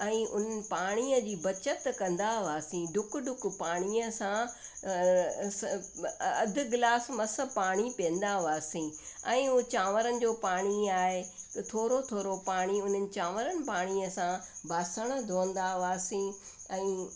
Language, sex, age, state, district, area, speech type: Sindhi, female, 60+, Rajasthan, Ajmer, urban, spontaneous